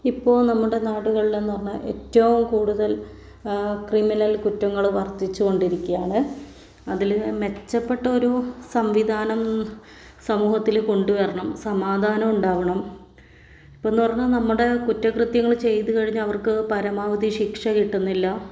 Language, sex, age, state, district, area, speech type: Malayalam, female, 18-30, Kerala, Wayanad, rural, spontaneous